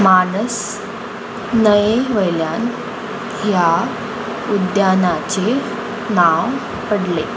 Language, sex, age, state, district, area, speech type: Goan Konkani, female, 18-30, Goa, Murmgao, urban, read